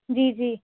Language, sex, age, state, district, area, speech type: Urdu, female, 18-30, Delhi, North West Delhi, urban, conversation